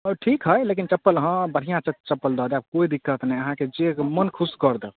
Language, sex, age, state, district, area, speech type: Maithili, male, 18-30, Bihar, Samastipur, rural, conversation